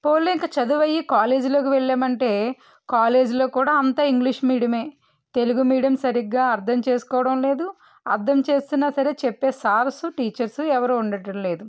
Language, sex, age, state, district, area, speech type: Telugu, female, 18-30, Andhra Pradesh, Guntur, rural, spontaneous